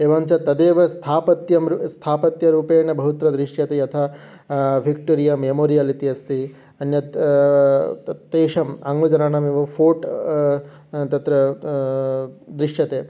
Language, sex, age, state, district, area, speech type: Sanskrit, male, 18-30, West Bengal, North 24 Parganas, rural, spontaneous